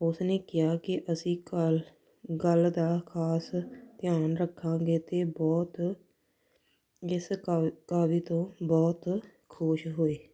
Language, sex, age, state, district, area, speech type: Punjabi, female, 18-30, Punjab, Tarn Taran, rural, spontaneous